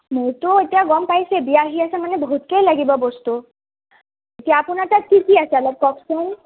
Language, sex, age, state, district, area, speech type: Assamese, female, 18-30, Assam, Sonitpur, rural, conversation